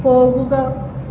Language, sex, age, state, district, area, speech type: Malayalam, female, 18-30, Kerala, Ernakulam, rural, read